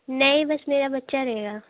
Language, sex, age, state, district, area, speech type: Hindi, female, 18-30, Uttar Pradesh, Bhadohi, urban, conversation